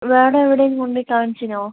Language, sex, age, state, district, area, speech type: Malayalam, female, 18-30, Kerala, Wayanad, rural, conversation